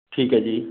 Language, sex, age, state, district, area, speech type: Punjabi, male, 30-45, Punjab, Amritsar, urban, conversation